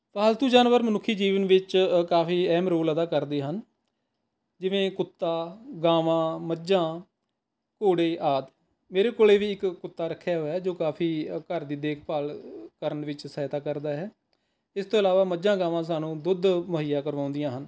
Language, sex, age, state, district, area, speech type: Punjabi, male, 45-60, Punjab, Rupnagar, urban, spontaneous